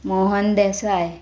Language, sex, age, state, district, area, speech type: Goan Konkani, female, 45-60, Goa, Murmgao, urban, spontaneous